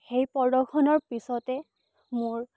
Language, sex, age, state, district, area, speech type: Assamese, female, 18-30, Assam, Charaideo, urban, spontaneous